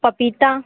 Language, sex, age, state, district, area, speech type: Hindi, female, 60+, Uttar Pradesh, Sitapur, rural, conversation